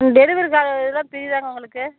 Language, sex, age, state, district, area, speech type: Tamil, female, 60+, Tamil Nadu, Ariyalur, rural, conversation